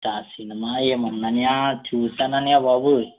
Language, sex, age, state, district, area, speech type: Telugu, male, 18-30, Andhra Pradesh, East Godavari, urban, conversation